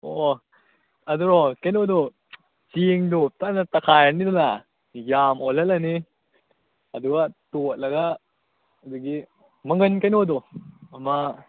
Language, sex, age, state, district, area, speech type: Manipuri, male, 18-30, Manipur, Kakching, rural, conversation